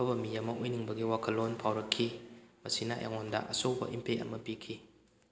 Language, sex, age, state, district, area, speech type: Manipuri, male, 18-30, Manipur, Kakching, rural, spontaneous